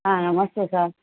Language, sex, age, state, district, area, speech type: Telugu, female, 60+, Andhra Pradesh, Nellore, urban, conversation